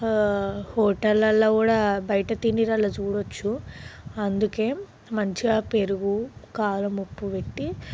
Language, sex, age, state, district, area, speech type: Telugu, female, 18-30, Telangana, Sangareddy, urban, spontaneous